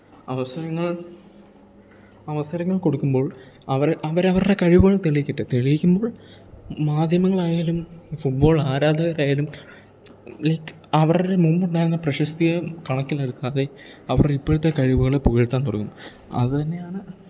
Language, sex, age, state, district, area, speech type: Malayalam, male, 18-30, Kerala, Idukki, rural, spontaneous